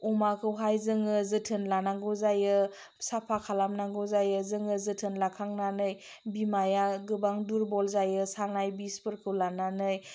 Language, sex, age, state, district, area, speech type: Bodo, female, 30-45, Assam, Chirang, rural, spontaneous